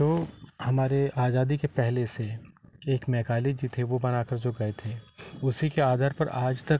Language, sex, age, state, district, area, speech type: Hindi, male, 45-60, Madhya Pradesh, Jabalpur, urban, spontaneous